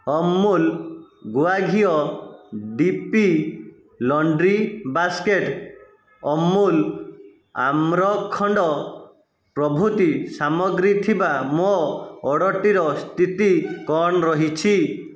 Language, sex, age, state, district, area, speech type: Odia, male, 45-60, Odisha, Jajpur, rural, read